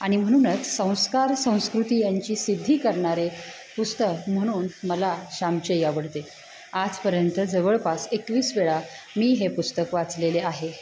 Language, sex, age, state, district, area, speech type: Marathi, female, 30-45, Maharashtra, Satara, rural, spontaneous